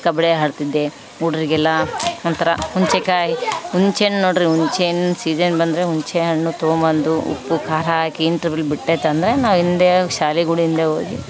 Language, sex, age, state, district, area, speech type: Kannada, female, 30-45, Karnataka, Vijayanagara, rural, spontaneous